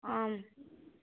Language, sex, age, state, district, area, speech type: Sanskrit, female, 18-30, Maharashtra, Wardha, urban, conversation